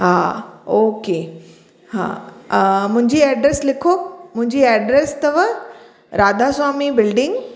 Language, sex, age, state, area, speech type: Sindhi, female, 30-45, Chhattisgarh, urban, spontaneous